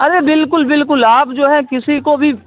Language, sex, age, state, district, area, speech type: Urdu, male, 30-45, Bihar, Saharsa, urban, conversation